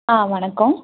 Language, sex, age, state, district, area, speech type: Tamil, female, 18-30, Tamil Nadu, Mayiladuthurai, rural, conversation